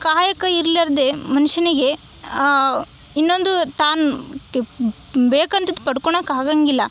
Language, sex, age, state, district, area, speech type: Kannada, female, 18-30, Karnataka, Yadgir, urban, spontaneous